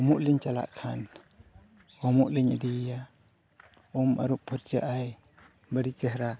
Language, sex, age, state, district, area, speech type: Santali, male, 45-60, Odisha, Mayurbhanj, rural, spontaneous